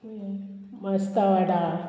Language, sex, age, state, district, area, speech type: Goan Konkani, female, 45-60, Goa, Murmgao, urban, spontaneous